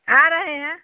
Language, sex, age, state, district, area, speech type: Hindi, female, 60+, Bihar, Samastipur, urban, conversation